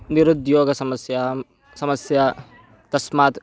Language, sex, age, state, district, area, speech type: Sanskrit, male, 18-30, Karnataka, Chikkamagaluru, rural, spontaneous